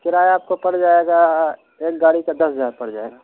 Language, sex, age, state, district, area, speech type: Urdu, male, 18-30, Bihar, Purnia, rural, conversation